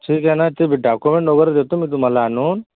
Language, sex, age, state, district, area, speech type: Marathi, male, 30-45, Maharashtra, Akola, rural, conversation